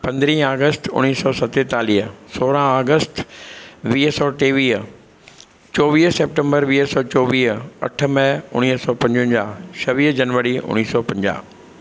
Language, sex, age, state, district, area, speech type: Sindhi, male, 60+, Maharashtra, Mumbai Suburban, urban, spontaneous